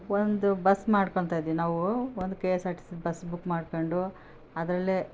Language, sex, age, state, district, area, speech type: Kannada, female, 45-60, Karnataka, Bellary, rural, spontaneous